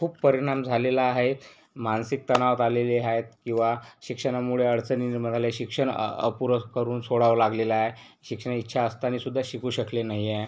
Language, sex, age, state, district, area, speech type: Marathi, male, 18-30, Maharashtra, Yavatmal, rural, spontaneous